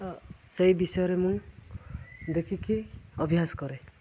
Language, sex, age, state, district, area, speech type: Odia, male, 18-30, Odisha, Nabarangpur, urban, spontaneous